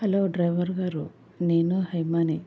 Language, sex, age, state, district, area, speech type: Telugu, female, 18-30, Andhra Pradesh, Anakapalli, rural, spontaneous